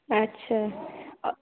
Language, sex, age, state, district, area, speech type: Maithili, female, 18-30, Bihar, Purnia, rural, conversation